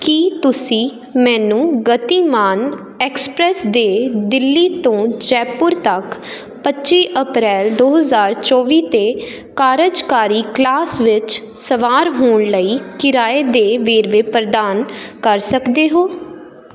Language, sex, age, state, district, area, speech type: Punjabi, female, 18-30, Punjab, Jalandhar, urban, read